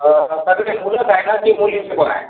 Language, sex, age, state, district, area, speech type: Marathi, male, 60+, Maharashtra, Yavatmal, urban, conversation